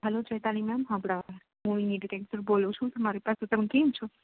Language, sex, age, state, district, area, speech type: Gujarati, female, 18-30, Gujarat, Rajkot, urban, conversation